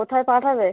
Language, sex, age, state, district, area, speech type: Bengali, female, 30-45, West Bengal, Hooghly, urban, conversation